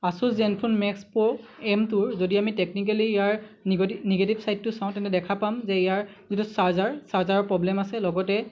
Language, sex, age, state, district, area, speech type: Assamese, male, 18-30, Assam, Lakhimpur, rural, spontaneous